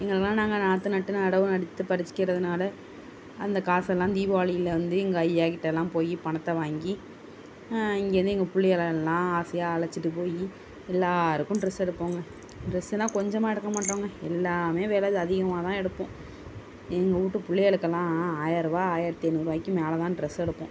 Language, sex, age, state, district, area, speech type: Tamil, female, 30-45, Tamil Nadu, Tiruvarur, rural, spontaneous